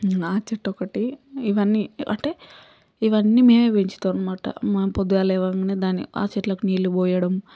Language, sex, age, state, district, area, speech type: Telugu, female, 45-60, Telangana, Yadadri Bhuvanagiri, rural, spontaneous